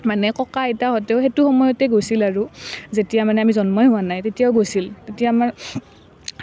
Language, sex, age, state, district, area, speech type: Assamese, female, 18-30, Assam, Nalbari, rural, spontaneous